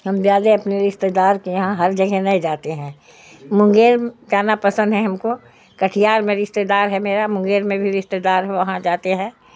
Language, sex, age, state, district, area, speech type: Urdu, female, 60+, Bihar, Khagaria, rural, spontaneous